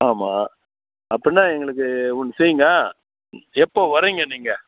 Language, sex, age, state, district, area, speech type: Tamil, male, 60+, Tamil Nadu, Tiruvannamalai, rural, conversation